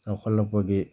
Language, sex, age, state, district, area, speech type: Manipuri, male, 30-45, Manipur, Bishnupur, rural, spontaneous